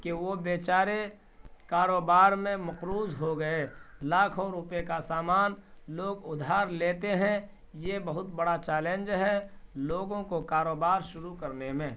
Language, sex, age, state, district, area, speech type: Urdu, male, 18-30, Bihar, Purnia, rural, spontaneous